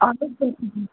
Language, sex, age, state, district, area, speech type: Kashmiri, female, 30-45, Jammu and Kashmir, Srinagar, urban, conversation